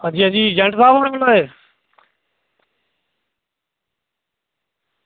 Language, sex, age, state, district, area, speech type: Dogri, male, 30-45, Jammu and Kashmir, Reasi, rural, conversation